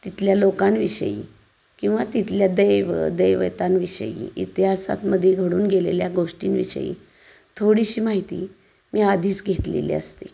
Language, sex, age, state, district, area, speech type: Marathi, female, 45-60, Maharashtra, Satara, rural, spontaneous